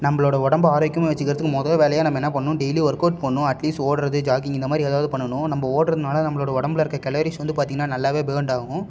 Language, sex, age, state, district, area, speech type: Tamil, male, 18-30, Tamil Nadu, Salem, urban, spontaneous